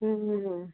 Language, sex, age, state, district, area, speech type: Bengali, female, 60+, West Bengal, Kolkata, urban, conversation